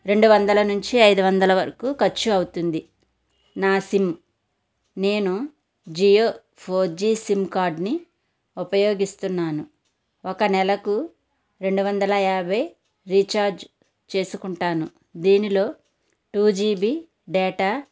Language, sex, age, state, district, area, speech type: Telugu, female, 60+, Andhra Pradesh, Konaseema, rural, spontaneous